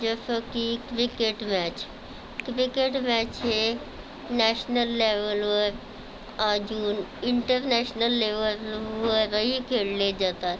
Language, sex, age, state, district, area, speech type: Marathi, female, 30-45, Maharashtra, Nagpur, urban, spontaneous